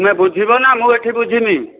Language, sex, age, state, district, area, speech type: Odia, male, 60+, Odisha, Angul, rural, conversation